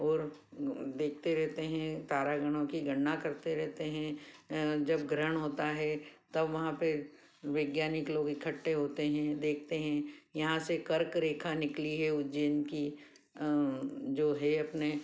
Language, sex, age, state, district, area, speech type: Hindi, female, 60+, Madhya Pradesh, Ujjain, urban, spontaneous